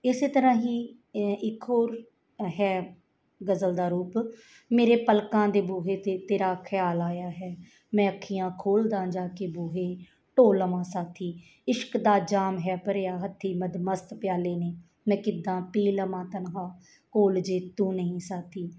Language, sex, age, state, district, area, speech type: Punjabi, female, 45-60, Punjab, Mansa, urban, spontaneous